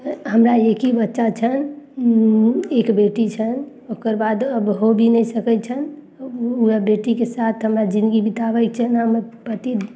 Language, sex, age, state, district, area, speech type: Maithili, female, 30-45, Bihar, Samastipur, urban, spontaneous